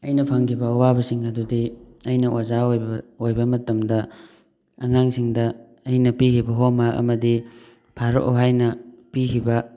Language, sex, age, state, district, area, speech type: Manipuri, male, 18-30, Manipur, Thoubal, rural, spontaneous